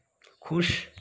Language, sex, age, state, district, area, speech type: Hindi, male, 60+, Uttar Pradesh, Mau, rural, read